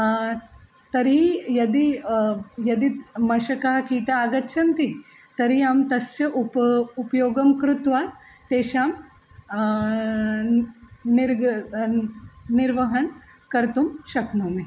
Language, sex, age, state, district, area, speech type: Sanskrit, female, 45-60, Maharashtra, Nagpur, urban, spontaneous